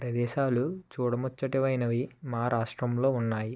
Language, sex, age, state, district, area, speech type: Telugu, male, 18-30, Andhra Pradesh, West Godavari, rural, spontaneous